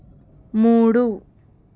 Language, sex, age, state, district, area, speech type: Telugu, female, 18-30, Telangana, Medak, rural, read